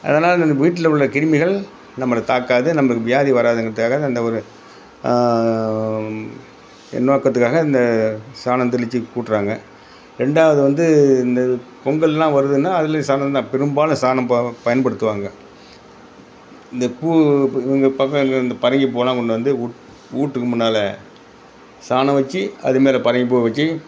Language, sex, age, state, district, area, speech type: Tamil, male, 60+, Tamil Nadu, Perambalur, rural, spontaneous